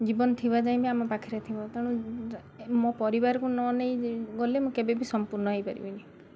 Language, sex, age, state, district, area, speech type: Odia, female, 30-45, Odisha, Balasore, rural, spontaneous